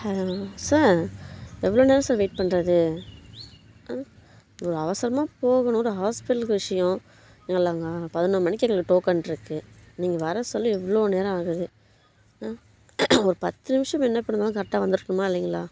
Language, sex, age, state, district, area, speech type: Tamil, female, 18-30, Tamil Nadu, Kallakurichi, urban, spontaneous